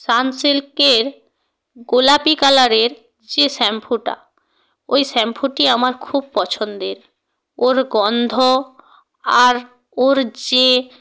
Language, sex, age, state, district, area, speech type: Bengali, female, 30-45, West Bengal, North 24 Parganas, rural, spontaneous